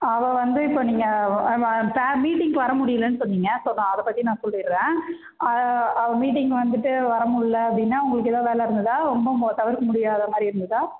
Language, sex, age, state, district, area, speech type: Tamil, female, 45-60, Tamil Nadu, Cuddalore, rural, conversation